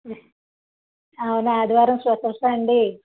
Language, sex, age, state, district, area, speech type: Telugu, female, 30-45, Andhra Pradesh, Vizianagaram, rural, conversation